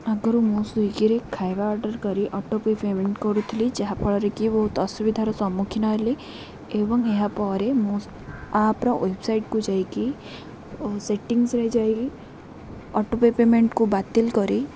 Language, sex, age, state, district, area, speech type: Odia, female, 18-30, Odisha, Jagatsinghpur, rural, spontaneous